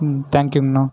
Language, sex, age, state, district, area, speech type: Tamil, male, 18-30, Tamil Nadu, Erode, rural, spontaneous